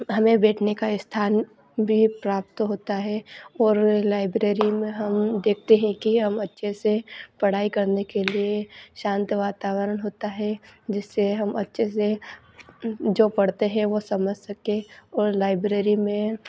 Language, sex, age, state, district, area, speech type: Hindi, female, 18-30, Madhya Pradesh, Ujjain, rural, spontaneous